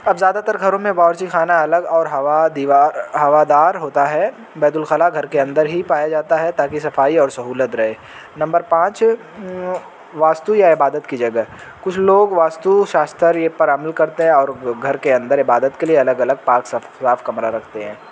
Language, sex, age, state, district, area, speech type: Urdu, male, 18-30, Uttar Pradesh, Azamgarh, rural, spontaneous